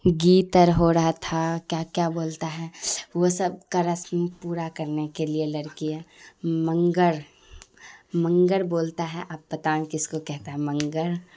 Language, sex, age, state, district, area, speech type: Urdu, female, 18-30, Bihar, Khagaria, rural, spontaneous